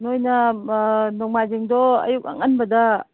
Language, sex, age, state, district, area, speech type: Manipuri, female, 45-60, Manipur, Imphal East, rural, conversation